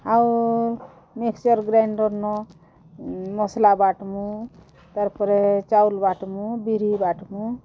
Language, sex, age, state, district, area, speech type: Odia, female, 45-60, Odisha, Bargarh, urban, spontaneous